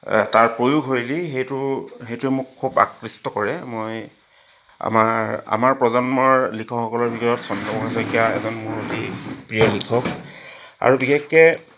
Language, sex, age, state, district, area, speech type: Assamese, male, 60+, Assam, Charaideo, rural, spontaneous